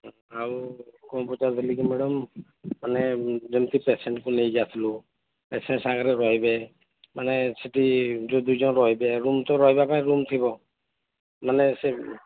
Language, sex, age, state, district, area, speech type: Odia, male, 45-60, Odisha, Sambalpur, rural, conversation